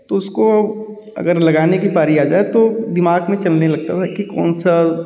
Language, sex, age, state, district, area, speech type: Hindi, male, 30-45, Uttar Pradesh, Varanasi, urban, spontaneous